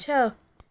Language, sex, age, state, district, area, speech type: Sindhi, female, 18-30, Maharashtra, Mumbai Suburban, rural, read